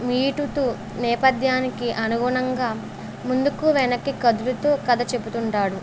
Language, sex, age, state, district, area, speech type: Telugu, female, 18-30, Andhra Pradesh, Eluru, rural, spontaneous